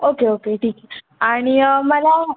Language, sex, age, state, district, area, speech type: Marathi, female, 18-30, Maharashtra, Pune, urban, conversation